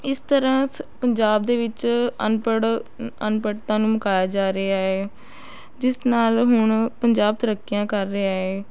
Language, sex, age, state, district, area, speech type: Punjabi, female, 18-30, Punjab, Rupnagar, urban, spontaneous